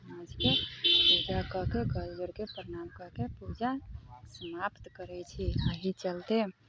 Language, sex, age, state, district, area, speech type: Maithili, female, 30-45, Bihar, Sitamarhi, urban, spontaneous